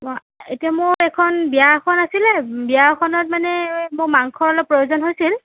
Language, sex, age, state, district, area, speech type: Assamese, female, 30-45, Assam, Nagaon, rural, conversation